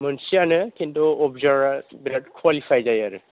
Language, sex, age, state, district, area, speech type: Bodo, male, 30-45, Assam, Kokrajhar, rural, conversation